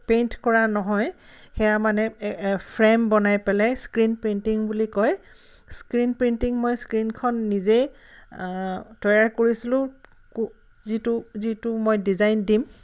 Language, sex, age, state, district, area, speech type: Assamese, female, 45-60, Assam, Tinsukia, urban, spontaneous